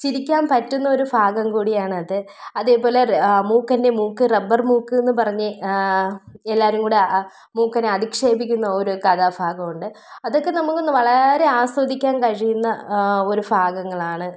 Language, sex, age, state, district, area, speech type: Malayalam, female, 30-45, Kerala, Thiruvananthapuram, rural, spontaneous